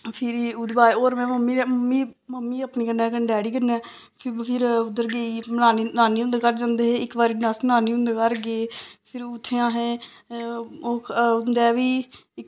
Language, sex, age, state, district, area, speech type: Dogri, female, 30-45, Jammu and Kashmir, Samba, rural, spontaneous